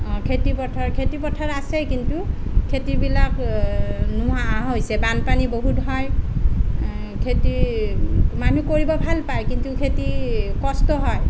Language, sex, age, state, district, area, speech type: Assamese, female, 30-45, Assam, Sonitpur, rural, spontaneous